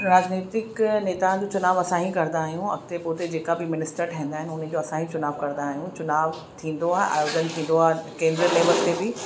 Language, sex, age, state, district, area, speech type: Sindhi, female, 30-45, Uttar Pradesh, Lucknow, urban, spontaneous